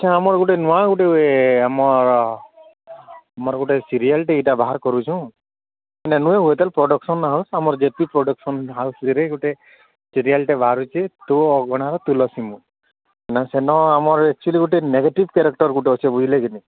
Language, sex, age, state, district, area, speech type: Odia, male, 45-60, Odisha, Nuapada, urban, conversation